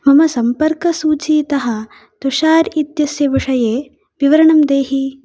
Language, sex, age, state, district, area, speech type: Sanskrit, female, 18-30, Tamil Nadu, Coimbatore, urban, read